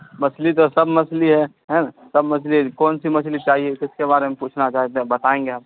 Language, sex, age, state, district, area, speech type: Urdu, male, 45-60, Bihar, Supaul, rural, conversation